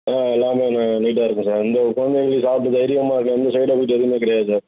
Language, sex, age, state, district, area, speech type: Tamil, male, 45-60, Tamil Nadu, Tiruchirappalli, rural, conversation